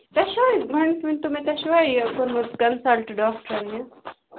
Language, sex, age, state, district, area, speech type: Kashmiri, female, 18-30, Jammu and Kashmir, Kupwara, rural, conversation